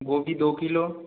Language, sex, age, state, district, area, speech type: Hindi, male, 18-30, Madhya Pradesh, Balaghat, rural, conversation